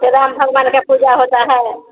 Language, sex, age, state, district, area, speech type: Hindi, female, 60+, Bihar, Vaishali, rural, conversation